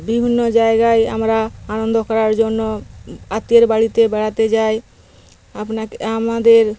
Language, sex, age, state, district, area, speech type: Bengali, female, 45-60, West Bengal, Nadia, rural, spontaneous